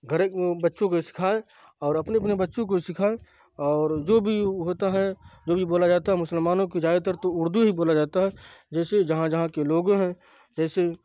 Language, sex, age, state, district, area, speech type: Urdu, male, 45-60, Bihar, Khagaria, rural, spontaneous